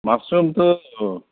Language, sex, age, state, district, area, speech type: Assamese, male, 60+, Assam, Kamrup Metropolitan, urban, conversation